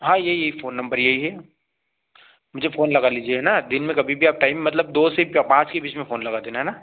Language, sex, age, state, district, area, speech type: Hindi, male, 18-30, Madhya Pradesh, Ujjain, rural, conversation